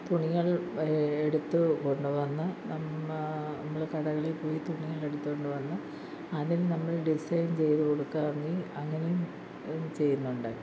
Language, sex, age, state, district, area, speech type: Malayalam, female, 60+, Kerala, Kollam, rural, spontaneous